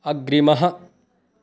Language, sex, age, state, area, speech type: Sanskrit, male, 18-30, Bihar, rural, read